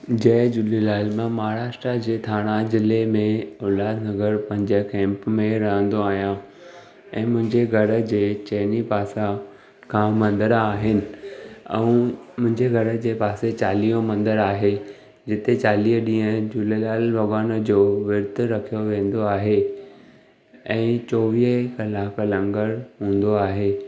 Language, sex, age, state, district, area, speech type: Sindhi, male, 18-30, Maharashtra, Thane, urban, spontaneous